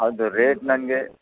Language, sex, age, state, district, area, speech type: Kannada, male, 30-45, Karnataka, Udupi, rural, conversation